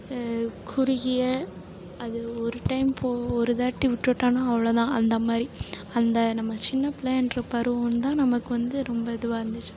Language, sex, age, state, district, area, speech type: Tamil, female, 18-30, Tamil Nadu, Perambalur, rural, spontaneous